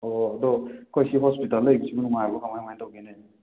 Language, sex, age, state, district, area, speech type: Manipuri, male, 45-60, Manipur, Imphal East, urban, conversation